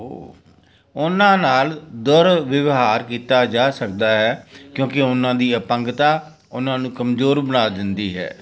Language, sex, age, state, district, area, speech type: Punjabi, male, 60+, Punjab, Firozpur, urban, read